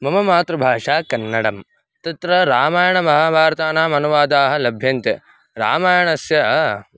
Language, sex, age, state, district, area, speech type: Sanskrit, male, 18-30, Karnataka, Davanagere, rural, spontaneous